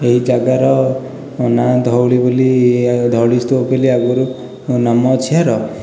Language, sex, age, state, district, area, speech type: Odia, male, 18-30, Odisha, Puri, urban, spontaneous